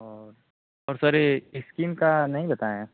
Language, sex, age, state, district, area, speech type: Hindi, male, 18-30, Uttar Pradesh, Azamgarh, rural, conversation